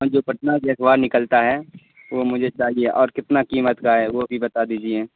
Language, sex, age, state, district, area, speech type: Urdu, male, 18-30, Bihar, Supaul, rural, conversation